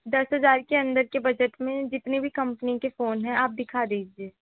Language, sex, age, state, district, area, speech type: Hindi, female, 18-30, Madhya Pradesh, Balaghat, rural, conversation